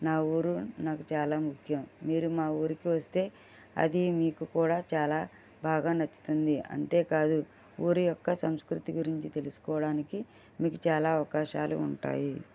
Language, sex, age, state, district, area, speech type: Telugu, female, 60+, Andhra Pradesh, East Godavari, rural, spontaneous